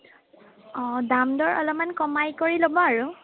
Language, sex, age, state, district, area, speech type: Assamese, female, 18-30, Assam, Sonitpur, rural, conversation